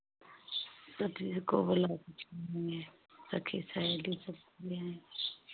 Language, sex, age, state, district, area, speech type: Hindi, female, 45-60, Uttar Pradesh, Chandauli, rural, conversation